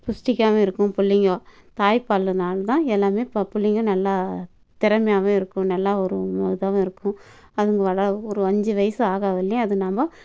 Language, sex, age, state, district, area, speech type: Tamil, female, 30-45, Tamil Nadu, Tirupattur, rural, spontaneous